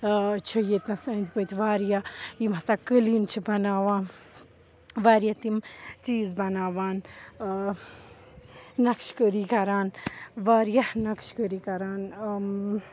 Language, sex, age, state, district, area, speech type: Kashmiri, female, 18-30, Jammu and Kashmir, Srinagar, rural, spontaneous